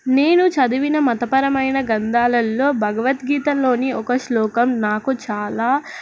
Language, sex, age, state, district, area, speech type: Telugu, female, 18-30, Telangana, Nizamabad, urban, spontaneous